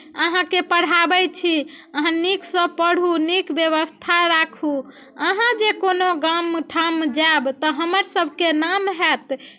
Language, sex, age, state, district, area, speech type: Maithili, female, 45-60, Bihar, Muzaffarpur, urban, spontaneous